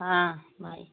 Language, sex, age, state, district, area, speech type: Hindi, female, 60+, Uttar Pradesh, Bhadohi, rural, conversation